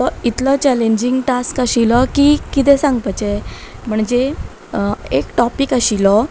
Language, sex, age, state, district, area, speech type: Goan Konkani, female, 18-30, Goa, Quepem, rural, spontaneous